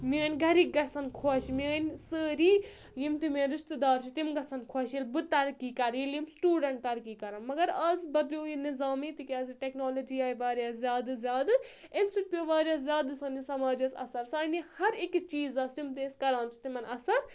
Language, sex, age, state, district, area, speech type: Kashmiri, female, 18-30, Jammu and Kashmir, Budgam, rural, spontaneous